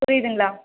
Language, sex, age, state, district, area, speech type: Tamil, female, 30-45, Tamil Nadu, Viluppuram, rural, conversation